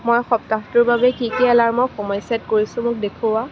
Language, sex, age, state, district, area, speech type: Assamese, female, 18-30, Assam, Kamrup Metropolitan, urban, read